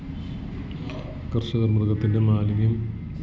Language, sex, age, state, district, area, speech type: Malayalam, male, 18-30, Kerala, Idukki, rural, spontaneous